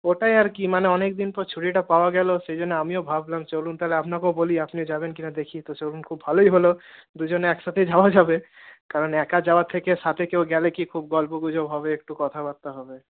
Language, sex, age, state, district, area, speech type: Bengali, male, 18-30, West Bengal, Paschim Bardhaman, urban, conversation